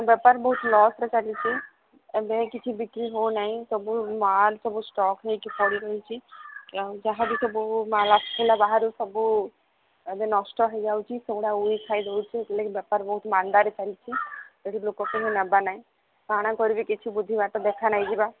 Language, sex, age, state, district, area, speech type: Odia, female, 18-30, Odisha, Sambalpur, rural, conversation